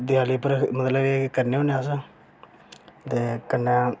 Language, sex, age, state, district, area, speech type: Dogri, male, 18-30, Jammu and Kashmir, Reasi, rural, spontaneous